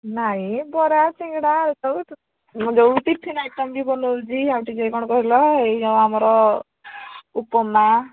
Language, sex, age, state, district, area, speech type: Odia, female, 60+, Odisha, Angul, rural, conversation